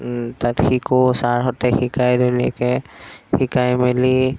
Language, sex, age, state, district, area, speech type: Assamese, male, 18-30, Assam, Sonitpur, urban, spontaneous